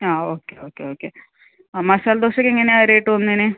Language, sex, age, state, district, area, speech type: Malayalam, female, 45-60, Kerala, Kasaragod, rural, conversation